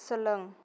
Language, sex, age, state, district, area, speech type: Bodo, female, 18-30, Assam, Kokrajhar, rural, read